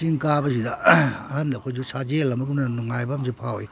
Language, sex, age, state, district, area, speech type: Manipuri, male, 60+, Manipur, Kakching, rural, spontaneous